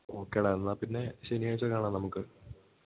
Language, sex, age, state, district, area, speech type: Malayalam, male, 18-30, Kerala, Idukki, rural, conversation